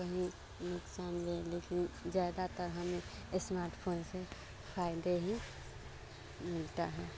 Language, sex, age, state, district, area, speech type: Hindi, female, 30-45, Bihar, Vaishali, urban, spontaneous